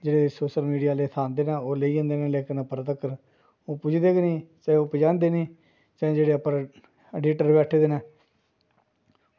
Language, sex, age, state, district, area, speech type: Dogri, male, 45-60, Jammu and Kashmir, Jammu, rural, spontaneous